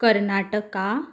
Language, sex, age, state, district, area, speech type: Goan Konkani, female, 18-30, Goa, Quepem, rural, spontaneous